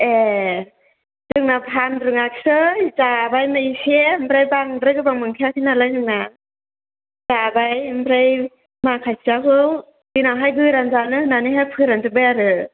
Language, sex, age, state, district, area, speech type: Bodo, female, 45-60, Assam, Chirang, rural, conversation